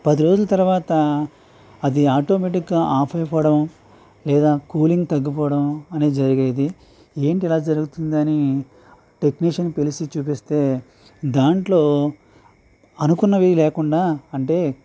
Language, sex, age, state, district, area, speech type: Telugu, male, 45-60, Andhra Pradesh, Eluru, rural, spontaneous